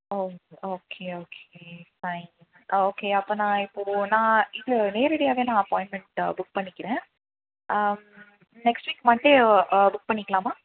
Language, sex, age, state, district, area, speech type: Tamil, female, 18-30, Tamil Nadu, Tenkasi, urban, conversation